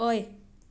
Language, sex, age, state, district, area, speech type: Manipuri, other, 45-60, Manipur, Imphal West, urban, read